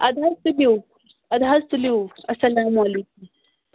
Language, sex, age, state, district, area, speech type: Kashmiri, female, 18-30, Jammu and Kashmir, Pulwama, rural, conversation